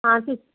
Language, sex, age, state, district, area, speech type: Punjabi, female, 30-45, Punjab, Firozpur, rural, conversation